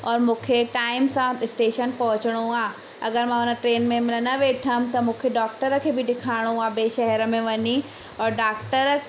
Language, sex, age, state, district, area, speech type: Sindhi, female, 18-30, Madhya Pradesh, Katni, rural, spontaneous